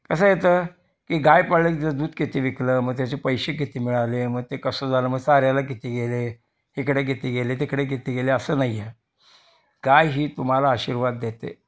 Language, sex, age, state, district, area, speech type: Marathi, male, 60+, Maharashtra, Kolhapur, urban, spontaneous